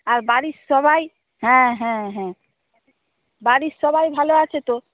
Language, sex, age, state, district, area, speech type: Bengali, female, 45-60, West Bengal, Purba Medinipur, rural, conversation